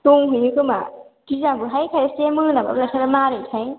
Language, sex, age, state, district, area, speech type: Bodo, female, 18-30, Assam, Chirang, rural, conversation